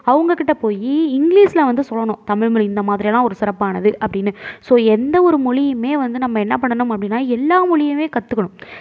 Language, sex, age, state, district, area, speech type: Tamil, female, 30-45, Tamil Nadu, Mayiladuthurai, urban, spontaneous